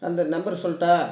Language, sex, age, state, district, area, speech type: Tamil, male, 45-60, Tamil Nadu, Dharmapuri, rural, spontaneous